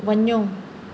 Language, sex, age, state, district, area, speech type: Sindhi, female, 45-60, Maharashtra, Thane, urban, read